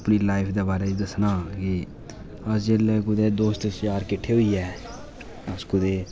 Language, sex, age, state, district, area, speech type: Dogri, male, 18-30, Jammu and Kashmir, Udhampur, urban, spontaneous